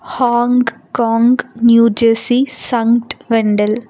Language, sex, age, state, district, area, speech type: Telugu, female, 18-30, Telangana, Ranga Reddy, urban, spontaneous